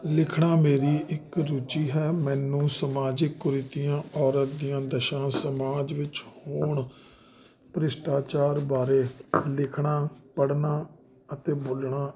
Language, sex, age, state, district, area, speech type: Punjabi, male, 30-45, Punjab, Jalandhar, urban, spontaneous